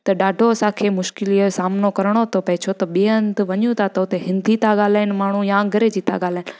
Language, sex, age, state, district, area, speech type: Sindhi, female, 18-30, Gujarat, Junagadh, rural, spontaneous